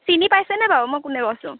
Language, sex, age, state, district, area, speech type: Assamese, female, 18-30, Assam, Majuli, urban, conversation